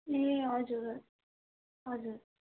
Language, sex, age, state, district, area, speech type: Nepali, female, 18-30, West Bengal, Darjeeling, rural, conversation